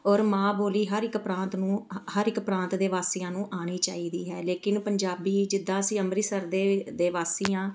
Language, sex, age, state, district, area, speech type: Punjabi, female, 45-60, Punjab, Amritsar, urban, spontaneous